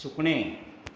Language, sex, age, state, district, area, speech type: Goan Konkani, male, 60+, Goa, Canacona, rural, read